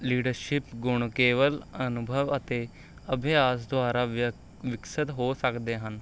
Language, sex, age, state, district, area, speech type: Punjabi, male, 18-30, Punjab, Rupnagar, urban, spontaneous